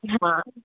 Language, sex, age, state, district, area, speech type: Kannada, female, 18-30, Karnataka, Bidar, urban, conversation